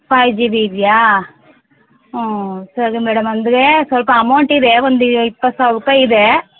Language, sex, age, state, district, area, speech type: Kannada, female, 30-45, Karnataka, Chamarajanagar, rural, conversation